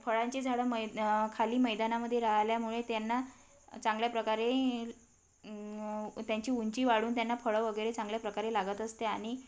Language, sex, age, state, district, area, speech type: Marathi, female, 30-45, Maharashtra, Wardha, rural, spontaneous